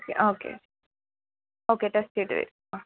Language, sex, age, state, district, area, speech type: Malayalam, female, 18-30, Kerala, Palakkad, rural, conversation